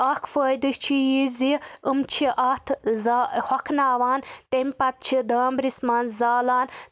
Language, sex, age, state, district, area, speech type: Kashmiri, female, 18-30, Jammu and Kashmir, Baramulla, rural, spontaneous